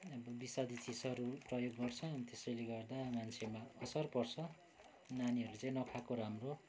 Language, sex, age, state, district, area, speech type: Nepali, male, 45-60, West Bengal, Kalimpong, rural, spontaneous